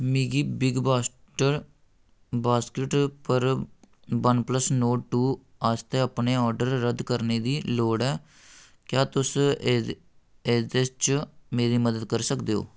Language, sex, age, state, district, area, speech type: Dogri, male, 18-30, Jammu and Kashmir, Samba, rural, read